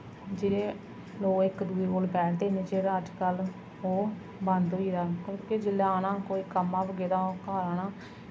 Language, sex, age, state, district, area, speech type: Dogri, female, 30-45, Jammu and Kashmir, Samba, rural, spontaneous